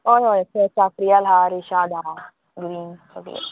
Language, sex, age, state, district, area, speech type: Goan Konkani, female, 18-30, Goa, Murmgao, urban, conversation